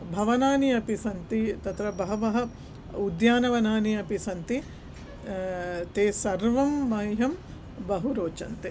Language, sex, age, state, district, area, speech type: Sanskrit, female, 45-60, Andhra Pradesh, Krishna, urban, spontaneous